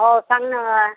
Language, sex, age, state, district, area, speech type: Marathi, female, 45-60, Maharashtra, Washim, rural, conversation